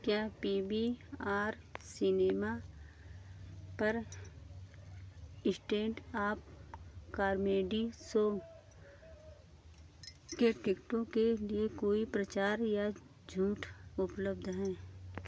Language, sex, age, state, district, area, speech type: Hindi, female, 45-60, Uttar Pradesh, Ayodhya, rural, read